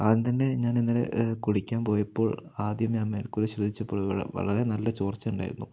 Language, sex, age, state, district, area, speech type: Malayalam, male, 18-30, Kerala, Kozhikode, rural, spontaneous